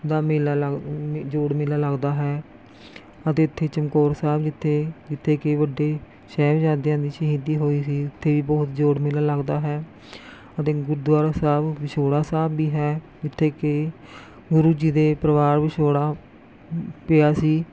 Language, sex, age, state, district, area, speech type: Punjabi, female, 45-60, Punjab, Rupnagar, rural, spontaneous